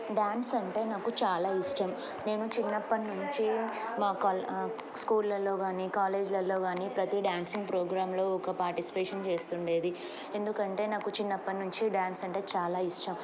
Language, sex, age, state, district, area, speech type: Telugu, female, 30-45, Telangana, Ranga Reddy, urban, spontaneous